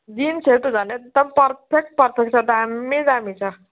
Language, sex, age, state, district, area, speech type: Nepali, female, 45-60, West Bengal, Darjeeling, rural, conversation